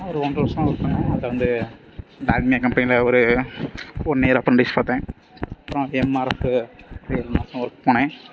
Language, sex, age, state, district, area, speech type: Tamil, male, 18-30, Tamil Nadu, Ariyalur, rural, spontaneous